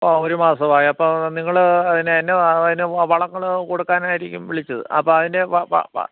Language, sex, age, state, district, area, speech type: Malayalam, male, 30-45, Kerala, Kottayam, rural, conversation